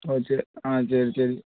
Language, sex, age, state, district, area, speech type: Tamil, male, 30-45, Tamil Nadu, Thoothukudi, rural, conversation